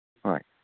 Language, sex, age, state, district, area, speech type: Manipuri, male, 45-60, Manipur, Kangpokpi, urban, conversation